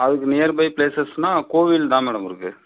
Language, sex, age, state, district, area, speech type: Tamil, male, 30-45, Tamil Nadu, Mayiladuthurai, rural, conversation